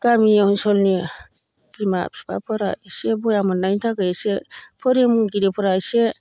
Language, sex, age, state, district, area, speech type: Bodo, female, 60+, Assam, Baksa, rural, spontaneous